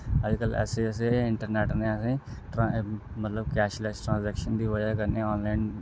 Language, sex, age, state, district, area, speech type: Dogri, male, 18-30, Jammu and Kashmir, Reasi, rural, spontaneous